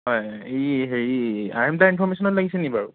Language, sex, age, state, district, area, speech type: Assamese, male, 18-30, Assam, Charaideo, urban, conversation